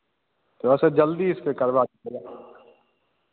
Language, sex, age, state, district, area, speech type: Hindi, male, 18-30, Bihar, Begusarai, rural, conversation